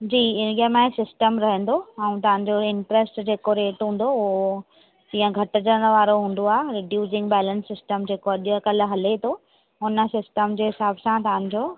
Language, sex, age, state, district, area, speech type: Sindhi, female, 30-45, Maharashtra, Mumbai Suburban, urban, conversation